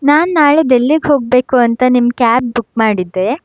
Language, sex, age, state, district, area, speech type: Kannada, female, 18-30, Karnataka, Shimoga, rural, spontaneous